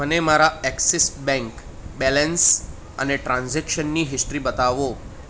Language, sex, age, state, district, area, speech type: Gujarati, male, 30-45, Gujarat, Kheda, urban, read